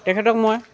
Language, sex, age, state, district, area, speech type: Assamese, male, 18-30, Assam, Lakhimpur, urban, spontaneous